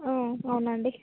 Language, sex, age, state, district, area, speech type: Telugu, female, 18-30, Andhra Pradesh, Visakhapatnam, urban, conversation